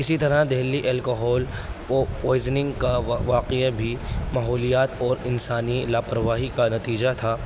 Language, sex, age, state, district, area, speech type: Urdu, male, 18-30, Delhi, North East Delhi, urban, spontaneous